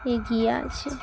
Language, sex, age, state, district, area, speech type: Bengali, female, 18-30, West Bengal, Dakshin Dinajpur, urban, spontaneous